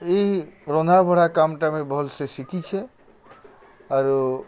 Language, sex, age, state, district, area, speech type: Odia, male, 45-60, Odisha, Bargarh, rural, spontaneous